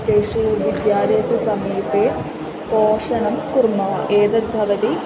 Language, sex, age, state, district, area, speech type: Sanskrit, female, 18-30, Kerala, Wayanad, rural, spontaneous